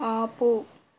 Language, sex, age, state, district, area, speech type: Telugu, female, 30-45, Andhra Pradesh, East Godavari, rural, read